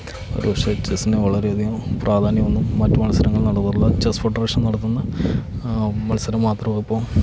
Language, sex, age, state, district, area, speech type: Malayalam, male, 45-60, Kerala, Alappuzha, rural, spontaneous